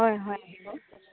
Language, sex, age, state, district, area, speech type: Assamese, female, 18-30, Assam, Dibrugarh, rural, conversation